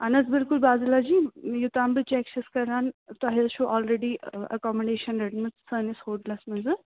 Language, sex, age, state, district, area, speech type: Kashmiri, male, 18-30, Jammu and Kashmir, Srinagar, urban, conversation